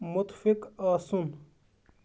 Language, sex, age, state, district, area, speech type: Kashmiri, male, 30-45, Jammu and Kashmir, Bandipora, urban, read